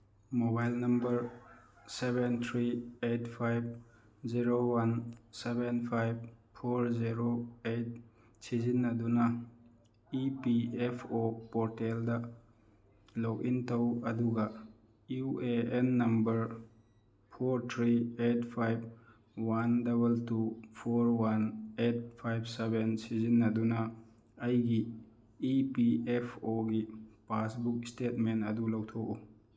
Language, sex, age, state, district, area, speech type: Manipuri, male, 18-30, Manipur, Thoubal, rural, read